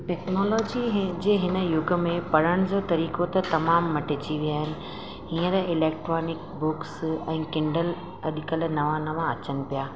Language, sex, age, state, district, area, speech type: Sindhi, female, 30-45, Rajasthan, Ajmer, urban, spontaneous